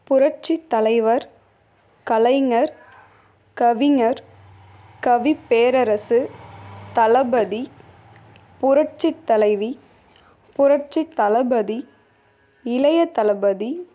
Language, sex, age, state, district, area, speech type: Tamil, female, 18-30, Tamil Nadu, Ariyalur, rural, spontaneous